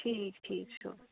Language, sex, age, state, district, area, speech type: Kashmiri, female, 18-30, Jammu and Kashmir, Kupwara, rural, conversation